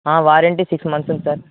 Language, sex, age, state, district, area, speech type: Telugu, male, 18-30, Telangana, Nalgonda, urban, conversation